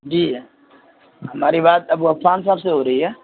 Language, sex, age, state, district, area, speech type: Urdu, male, 18-30, Bihar, Purnia, rural, conversation